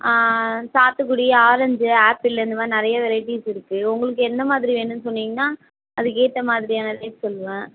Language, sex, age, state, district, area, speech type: Tamil, female, 18-30, Tamil Nadu, Kallakurichi, rural, conversation